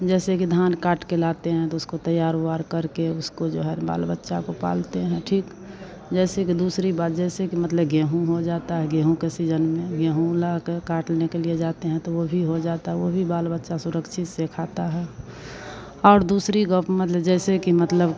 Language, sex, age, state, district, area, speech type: Hindi, female, 45-60, Bihar, Madhepura, rural, spontaneous